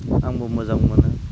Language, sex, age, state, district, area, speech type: Bodo, male, 18-30, Assam, Udalguri, rural, spontaneous